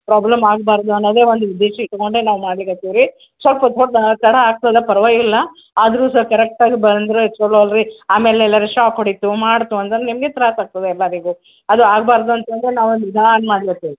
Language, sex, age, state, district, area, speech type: Kannada, female, 60+, Karnataka, Gulbarga, urban, conversation